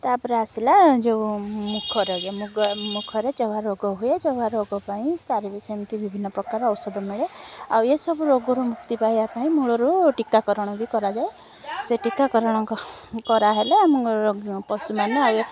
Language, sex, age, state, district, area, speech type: Odia, female, 30-45, Odisha, Kendrapara, urban, spontaneous